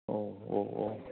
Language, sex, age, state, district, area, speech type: Bodo, male, 60+, Assam, Udalguri, urban, conversation